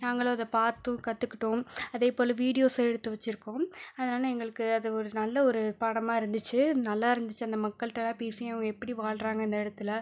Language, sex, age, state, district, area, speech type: Tamil, female, 18-30, Tamil Nadu, Pudukkottai, rural, spontaneous